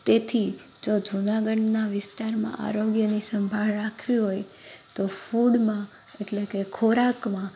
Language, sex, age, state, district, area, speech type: Gujarati, female, 18-30, Gujarat, Junagadh, urban, spontaneous